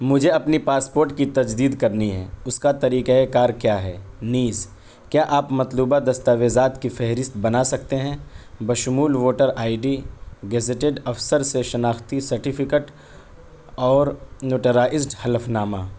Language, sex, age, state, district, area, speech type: Urdu, male, 18-30, Uttar Pradesh, Saharanpur, urban, read